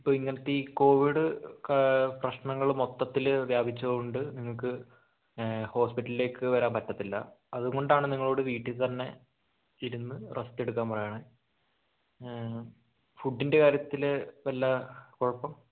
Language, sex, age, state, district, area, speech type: Malayalam, male, 18-30, Kerala, Wayanad, rural, conversation